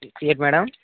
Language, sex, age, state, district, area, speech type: Telugu, male, 30-45, Andhra Pradesh, Srikakulam, urban, conversation